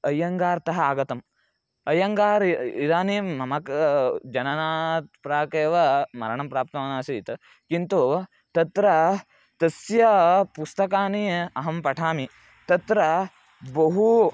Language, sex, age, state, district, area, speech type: Sanskrit, male, 18-30, Karnataka, Mandya, rural, spontaneous